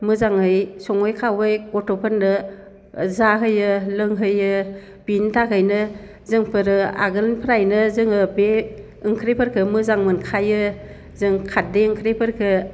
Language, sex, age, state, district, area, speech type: Bodo, female, 60+, Assam, Baksa, urban, spontaneous